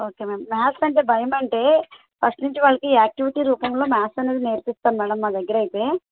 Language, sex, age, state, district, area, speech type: Telugu, female, 45-60, Andhra Pradesh, Eluru, rural, conversation